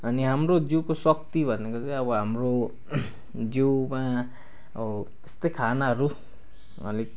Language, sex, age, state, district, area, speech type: Nepali, male, 18-30, West Bengal, Kalimpong, rural, spontaneous